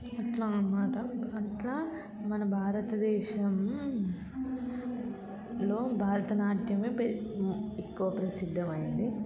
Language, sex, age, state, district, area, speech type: Telugu, female, 18-30, Telangana, Vikarabad, rural, spontaneous